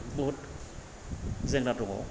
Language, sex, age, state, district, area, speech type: Bodo, male, 45-60, Assam, Kokrajhar, rural, spontaneous